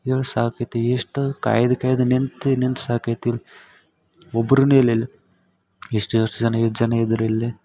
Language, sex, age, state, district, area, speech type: Kannada, male, 18-30, Karnataka, Yadgir, rural, spontaneous